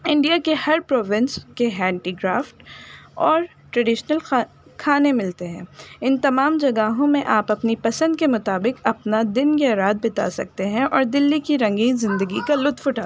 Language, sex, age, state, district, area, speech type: Urdu, female, 18-30, Delhi, North East Delhi, urban, spontaneous